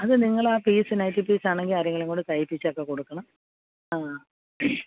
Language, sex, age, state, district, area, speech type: Malayalam, female, 60+, Kerala, Alappuzha, rural, conversation